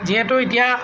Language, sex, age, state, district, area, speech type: Assamese, male, 30-45, Assam, Lakhimpur, rural, spontaneous